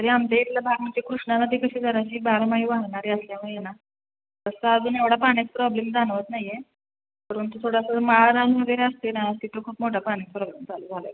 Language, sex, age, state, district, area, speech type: Marathi, female, 18-30, Maharashtra, Sangli, rural, conversation